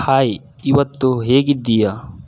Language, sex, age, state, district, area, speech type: Kannada, male, 30-45, Karnataka, Tumkur, rural, read